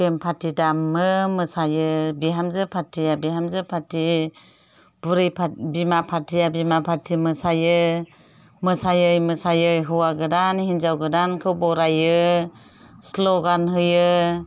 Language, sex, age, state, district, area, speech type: Bodo, female, 60+, Assam, Chirang, rural, spontaneous